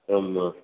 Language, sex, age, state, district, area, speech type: Tamil, male, 45-60, Tamil Nadu, Thoothukudi, rural, conversation